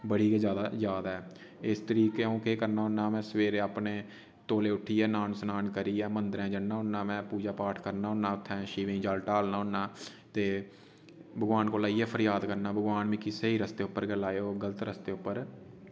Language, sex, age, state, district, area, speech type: Dogri, male, 18-30, Jammu and Kashmir, Udhampur, rural, spontaneous